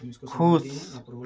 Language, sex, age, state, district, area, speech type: Hindi, male, 45-60, Uttar Pradesh, Chandauli, rural, read